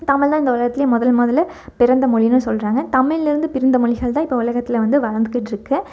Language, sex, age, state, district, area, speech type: Tamil, female, 18-30, Tamil Nadu, Erode, urban, spontaneous